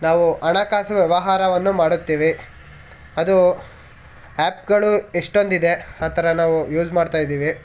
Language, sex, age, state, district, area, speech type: Kannada, male, 18-30, Karnataka, Mysore, rural, spontaneous